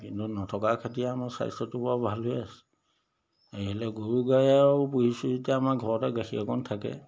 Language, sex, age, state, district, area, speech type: Assamese, male, 60+, Assam, Majuli, urban, spontaneous